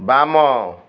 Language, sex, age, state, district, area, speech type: Odia, male, 60+, Odisha, Balasore, rural, read